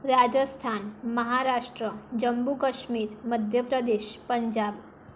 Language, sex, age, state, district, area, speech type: Gujarati, female, 18-30, Gujarat, Mehsana, rural, spontaneous